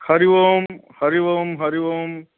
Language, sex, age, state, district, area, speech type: Sanskrit, male, 45-60, Andhra Pradesh, Guntur, urban, conversation